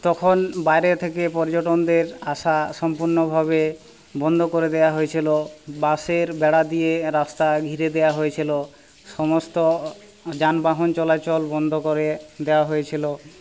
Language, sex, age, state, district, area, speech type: Bengali, male, 45-60, West Bengal, Jhargram, rural, spontaneous